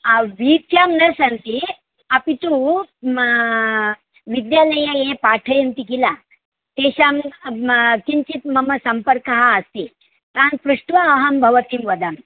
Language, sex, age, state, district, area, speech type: Sanskrit, female, 60+, Maharashtra, Mumbai City, urban, conversation